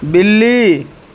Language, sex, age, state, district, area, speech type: Urdu, male, 18-30, Bihar, Purnia, rural, read